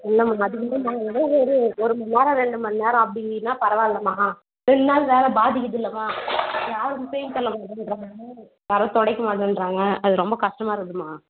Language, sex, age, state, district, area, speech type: Tamil, female, 30-45, Tamil Nadu, Vellore, urban, conversation